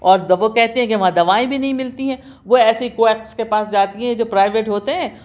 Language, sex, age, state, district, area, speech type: Urdu, female, 60+, Delhi, South Delhi, urban, spontaneous